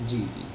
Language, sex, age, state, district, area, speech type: Urdu, male, 18-30, Delhi, South Delhi, urban, spontaneous